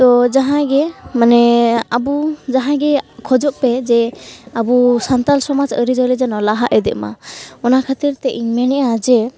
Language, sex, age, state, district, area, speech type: Santali, female, 18-30, West Bengal, Malda, rural, spontaneous